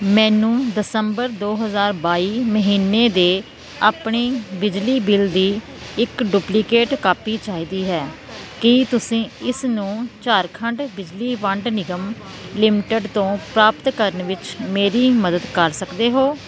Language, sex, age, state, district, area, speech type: Punjabi, female, 30-45, Punjab, Kapurthala, rural, read